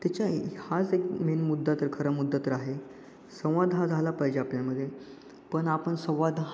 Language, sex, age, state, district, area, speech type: Marathi, male, 18-30, Maharashtra, Ratnagiri, urban, spontaneous